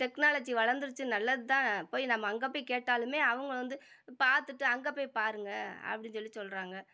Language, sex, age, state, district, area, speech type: Tamil, female, 45-60, Tamil Nadu, Madurai, urban, spontaneous